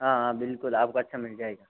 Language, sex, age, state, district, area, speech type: Hindi, male, 18-30, Rajasthan, Jodhpur, urban, conversation